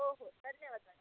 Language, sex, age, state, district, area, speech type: Marathi, female, 30-45, Maharashtra, Amravati, urban, conversation